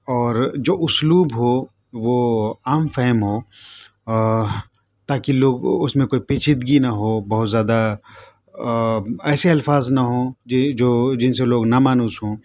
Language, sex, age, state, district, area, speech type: Urdu, male, 30-45, Delhi, South Delhi, urban, spontaneous